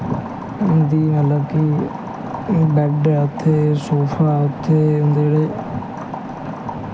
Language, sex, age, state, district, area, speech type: Dogri, male, 18-30, Jammu and Kashmir, Samba, rural, spontaneous